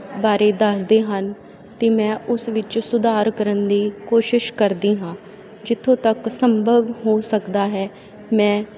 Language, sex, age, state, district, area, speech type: Punjabi, female, 30-45, Punjab, Sangrur, rural, spontaneous